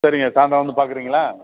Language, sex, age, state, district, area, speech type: Tamil, male, 45-60, Tamil Nadu, Thanjavur, urban, conversation